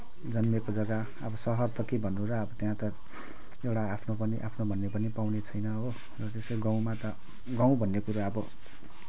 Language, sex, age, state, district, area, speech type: Nepali, male, 30-45, West Bengal, Kalimpong, rural, spontaneous